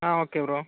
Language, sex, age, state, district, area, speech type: Tamil, male, 30-45, Tamil Nadu, Ariyalur, rural, conversation